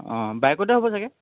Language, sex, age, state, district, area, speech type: Assamese, male, 18-30, Assam, Charaideo, urban, conversation